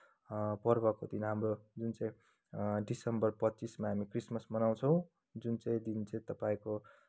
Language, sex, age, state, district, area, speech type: Nepali, male, 30-45, West Bengal, Kalimpong, rural, spontaneous